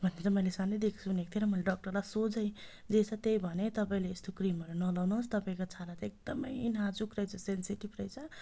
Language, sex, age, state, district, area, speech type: Nepali, female, 30-45, West Bengal, Darjeeling, rural, spontaneous